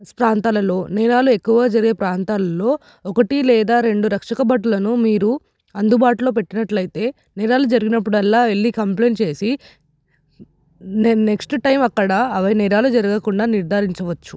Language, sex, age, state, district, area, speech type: Telugu, female, 18-30, Telangana, Hyderabad, urban, spontaneous